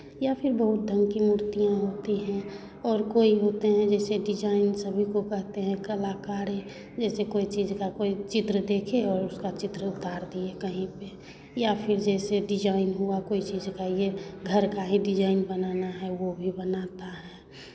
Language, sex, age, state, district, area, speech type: Hindi, female, 30-45, Bihar, Begusarai, rural, spontaneous